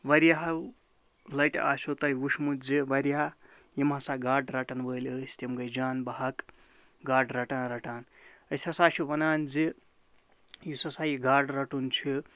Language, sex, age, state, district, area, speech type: Kashmiri, male, 60+, Jammu and Kashmir, Ganderbal, rural, spontaneous